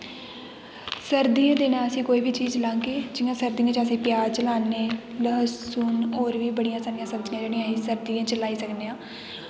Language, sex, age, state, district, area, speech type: Dogri, female, 18-30, Jammu and Kashmir, Kathua, rural, spontaneous